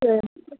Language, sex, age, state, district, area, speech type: Malayalam, female, 18-30, Kerala, Kottayam, rural, conversation